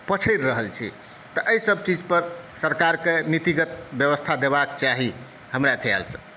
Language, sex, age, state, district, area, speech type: Maithili, male, 60+, Bihar, Saharsa, urban, spontaneous